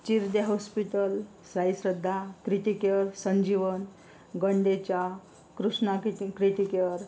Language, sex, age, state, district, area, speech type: Marathi, female, 45-60, Maharashtra, Yavatmal, rural, spontaneous